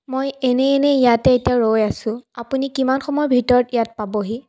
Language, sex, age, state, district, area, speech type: Assamese, female, 18-30, Assam, Sonitpur, rural, spontaneous